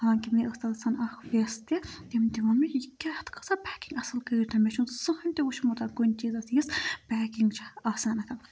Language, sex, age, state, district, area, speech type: Kashmiri, female, 18-30, Jammu and Kashmir, Budgam, rural, spontaneous